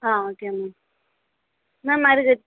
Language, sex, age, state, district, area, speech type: Tamil, female, 18-30, Tamil Nadu, Chennai, urban, conversation